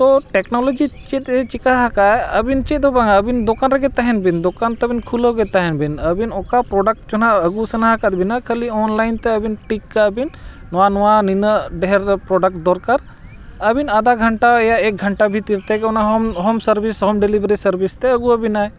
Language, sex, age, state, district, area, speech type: Santali, male, 45-60, Jharkhand, Bokaro, rural, spontaneous